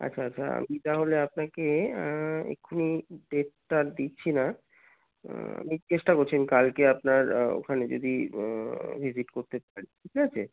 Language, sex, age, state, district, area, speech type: Bengali, male, 30-45, West Bengal, Darjeeling, urban, conversation